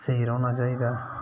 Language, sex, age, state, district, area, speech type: Dogri, male, 30-45, Jammu and Kashmir, Udhampur, rural, spontaneous